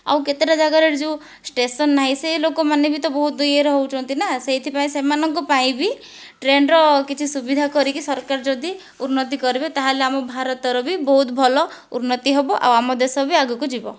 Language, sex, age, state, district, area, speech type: Odia, female, 45-60, Odisha, Kandhamal, rural, spontaneous